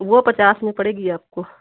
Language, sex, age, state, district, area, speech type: Hindi, female, 45-60, Uttar Pradesh, Hardoi, rural, conversation